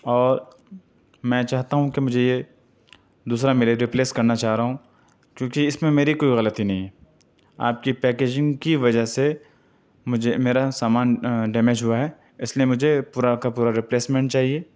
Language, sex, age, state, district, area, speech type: Urdu, male, 18-30, Delhi, Central Delhi, rural, spontaneous